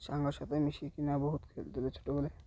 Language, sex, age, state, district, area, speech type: Odia, male, 18-30, Odisha, Malkangiri, urban, spontaneous